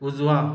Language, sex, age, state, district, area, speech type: Marathi, male, 18-30, Maharashtra, Washim, rural, read